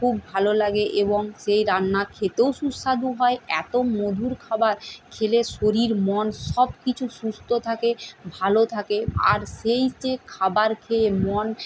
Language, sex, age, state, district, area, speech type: Bengali, female, 30-45, West Bengal, Purba Medinipur, rural, spontaneous